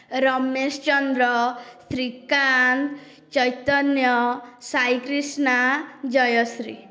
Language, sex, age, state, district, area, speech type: Odia, female, 18-30, Odisha, Dhenkanal, rural, spontaneous